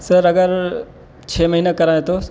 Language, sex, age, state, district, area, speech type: Urdu, male, 18-30, Uttar Pradesh, Muzaffarnagar, urban, spontaneous